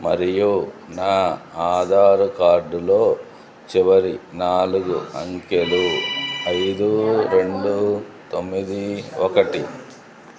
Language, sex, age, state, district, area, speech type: Telugu, male, 45-60, Andhra Pradesh, N T Rama Rao, urban, read